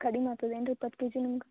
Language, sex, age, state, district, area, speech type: Kannada, female, 18-30, Karnataka, Gulbarga, urban, conversation